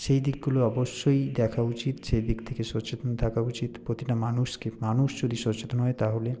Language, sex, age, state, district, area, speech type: Bengali, male, 18-30, West Bengal, Purba Medinipur, rural, spontaneous